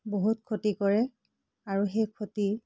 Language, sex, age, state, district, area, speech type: Assamese, female, 45-60, Assam, Biswanath, rural, spontaneous